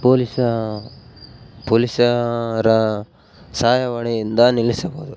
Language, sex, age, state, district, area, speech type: Kannada, male, 18-30, Karnataka, Bellary, rural, spontaneous